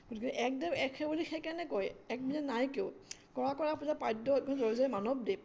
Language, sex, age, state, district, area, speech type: Assamese, female, 60+, Assam, Majuli, urban, spontaneous